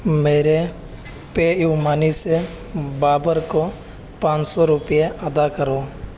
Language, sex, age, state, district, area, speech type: Urdu, male, 18-30, Delhi, North West Delhi, urban, read